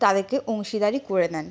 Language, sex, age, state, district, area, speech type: Bengali, female, 60+, West Bengal, Purulia, rural, spontaneous